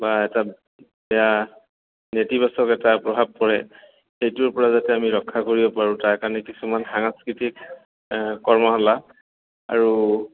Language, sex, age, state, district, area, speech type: Assamese, male, 45-60, Assam, Goalpara, urban, conversation